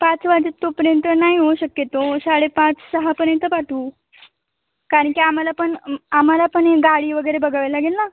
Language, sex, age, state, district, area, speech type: Marathi, female, 18-30, Maharashtra, Ratnagiri, urban, conversation